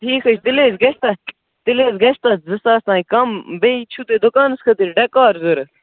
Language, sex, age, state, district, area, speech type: Kashmiri, male, 18-30, Jammu and Kashmir, Kupwara, rural, conversation